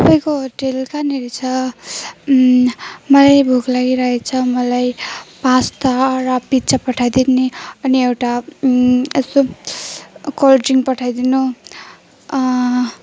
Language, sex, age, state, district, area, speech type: Nepali, female, 18-30, West Bengal, Jalpaiguri, rural, spontaneous